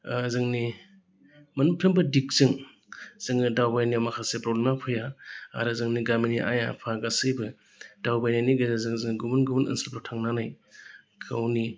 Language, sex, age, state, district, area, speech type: Bodo, male, 30-45, Assam, Udalguri, urban, spontaneous